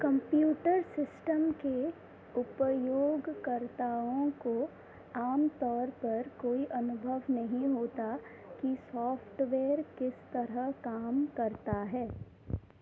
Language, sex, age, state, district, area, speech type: Hindi, female, 18-30, Madhya Pradesh, Seoni, urban, read